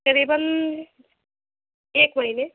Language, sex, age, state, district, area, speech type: Hindi, female, 18-30, Uttar Pradesh, Jaunpur, urban, conversation